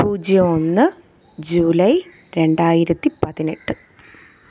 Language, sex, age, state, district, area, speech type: Malayalam, female, 30-45, Kerala, Thiruvananthapuram, urban, spontaneous